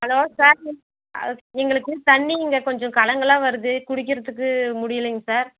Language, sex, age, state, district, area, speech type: Tamil, female, 60+, Tamil Nadu, Krishnagiri, rural, conversation